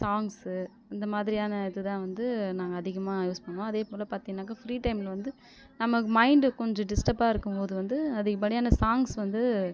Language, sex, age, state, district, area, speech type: Tamil, female, 30-45, Tamil Nadu, Viluppuram, urban, spontaneous